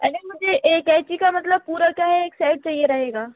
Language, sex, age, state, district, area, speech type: Hindi, female, 18-30, Madhya Pradesh, Hoshangabad, rural, conversation